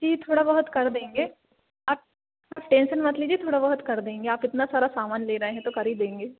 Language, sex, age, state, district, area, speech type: Hindi, female, 18-30, Madhya Pradesh, Hoshangabad, rural, conversation